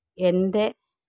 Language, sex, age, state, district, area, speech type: Malayalam, female, 45-60, Kerala, Pathanamthitta, rural, spontaneous